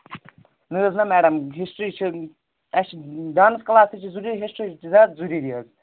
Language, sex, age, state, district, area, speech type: Kashmiri, female, 18-30, Jammu and Kashmir, Baramulla, rural, conversation